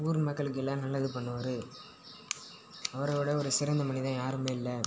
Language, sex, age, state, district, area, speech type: Tamil, male, 18-30, Tamil Nadu, Cuddalore, rural, spontaneous